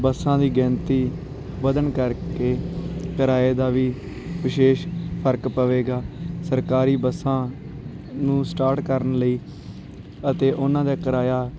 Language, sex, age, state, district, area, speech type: Punjabi, male, 18-30, Punjab, Bathinda, rural, spontaneous